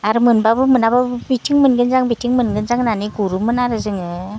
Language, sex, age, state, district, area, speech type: Bodo, female, 60+, Assam, Udalguri, rural, spontaneous